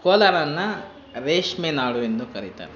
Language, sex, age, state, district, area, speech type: Kannada, male, 18-30, Karnataka, Kolar, rural, spontaneous